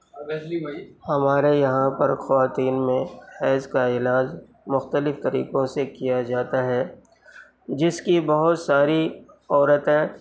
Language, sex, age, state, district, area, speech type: Urdu, male, 45-60, Uttar Pradesh, Gautam Buddha Nagar, rural, spontaneous